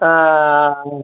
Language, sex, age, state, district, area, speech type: Tamil, male, 45-60, Tamil Nadu, Tiruppur, rural, conversation